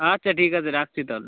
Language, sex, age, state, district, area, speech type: Bengali, male, 18-30, West Bengal, Uttar Dinajpur, urban, conversation